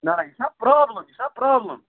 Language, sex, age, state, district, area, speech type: Kashmiri, male, 18-30, Jammu and Kashmir, Budgam, rural, conversation